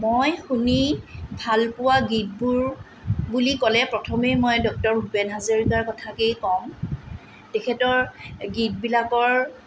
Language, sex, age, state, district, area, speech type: Assamese, female, 45-60, Assam, Tinsukia, rural, spontaneous